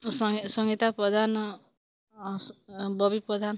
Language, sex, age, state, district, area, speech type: Odia, female, 30-45, Odisha, Kalahandi, rural, spontaneous